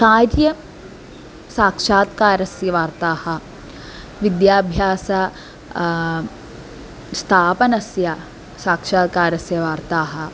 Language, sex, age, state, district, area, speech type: Sanskrit, female, 18-30, Kerala, Thrissur, urban, spontaneous